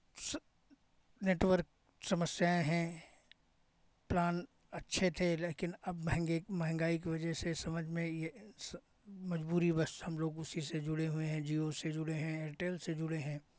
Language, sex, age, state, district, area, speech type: Hindi, male, 60+, Uttar Pradesh, Hardoi, rural, spontaneous